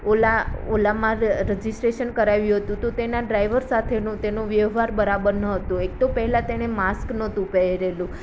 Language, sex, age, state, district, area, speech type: Gujarati, female, 18-30, Gujarat, Ahmedabad, urban, spontaneous